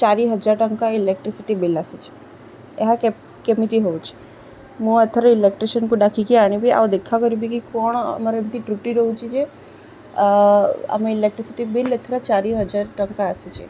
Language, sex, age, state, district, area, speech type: Odia, female, 30-45, Odisha, Sundergarh, urban, spontaneous